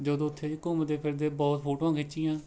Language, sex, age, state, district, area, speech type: Punjabi, male, 30-45, Punjab, Rupnagar, rural, spontaneous